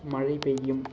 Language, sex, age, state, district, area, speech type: Tamil, male, 18-30, Tamil Nadu, Ariyalur, rural, read